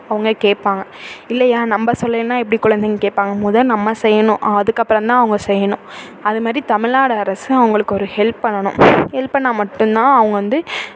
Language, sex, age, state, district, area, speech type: Tamil, female, 30-45, Tamil Nadu, Thanjavur, urban, spontaneous